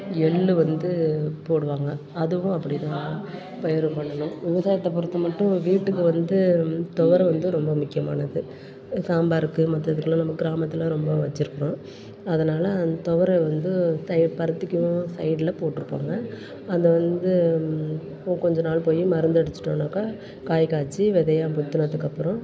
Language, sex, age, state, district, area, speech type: Tamil, female, 45-60, Tamil Nadu, Perambalur, urban, spontaneous